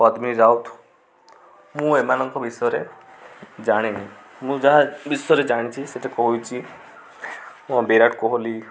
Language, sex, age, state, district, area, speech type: Odia, male, 18-30, Odisha, Kendujhar, urban, spontaneous